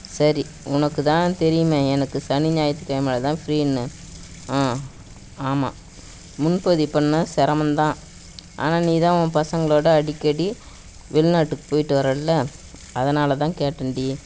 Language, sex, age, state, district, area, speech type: Tamil, female, 60+, Tamil Nadu, Kallakurichi, rural, spontaneous